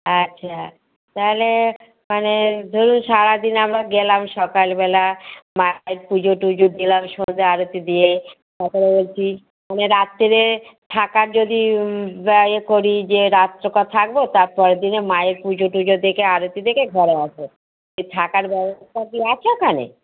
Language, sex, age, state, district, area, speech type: Bengali, female, 60+, West Bengal, Dakshin Dinajpur, rural, conversation